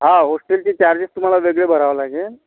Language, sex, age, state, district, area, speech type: Marathi, male, 60+, Maharashtra, Amravati, rural, conversation